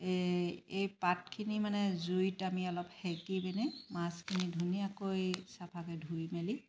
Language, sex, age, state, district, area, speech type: Assamese, female, 30-45, Assam, Charaideo, urban, spontaneous